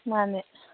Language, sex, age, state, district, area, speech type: Manipuri, female, 30-45, Manipur, Kangpokpi, urban, conversation